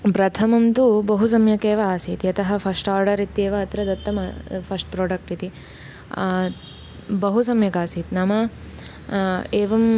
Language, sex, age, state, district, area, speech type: Sanskrit, female, 18-30, Karnataka, Uttara Kannada, rural, spontaneous